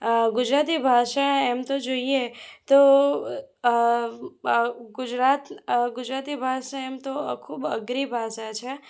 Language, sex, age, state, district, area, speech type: Gujarati, female, 18-30, Gujarat, Anand, rural, spontaneous